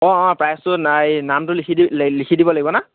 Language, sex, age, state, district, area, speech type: Assamese, male, 18-30, Assam, Sivasagar, urban, conversation